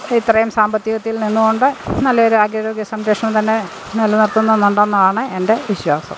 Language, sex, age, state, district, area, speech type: Malayalam, female, 60+, Kerala, Pathanamthitta, rural, spontaneous